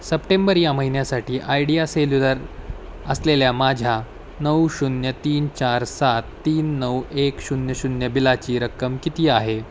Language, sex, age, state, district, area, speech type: Marathi, male, 18-30, Maharashtra, Nanded, rural, read